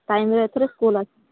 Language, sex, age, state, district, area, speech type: Odia, female, 18-30, Odisha, Balasore, rural, conversation